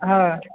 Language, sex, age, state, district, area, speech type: Maithili, male, 18-30, Bihar, Purnia, urban, conversation